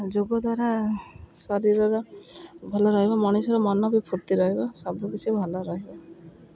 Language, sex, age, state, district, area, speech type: Odia, female, 30-45, Odisha, Jagatsinghpur, rural, spontaneous